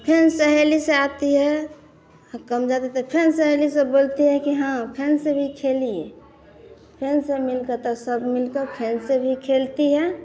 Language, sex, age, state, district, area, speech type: Hindi, female, 30-45, Bihar, Vaishali, rural, spontaneous